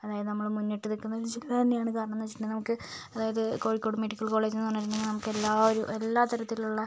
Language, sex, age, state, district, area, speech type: Malayalam, other, 30-45, Kerala, Kozhikode, urban, spontaneous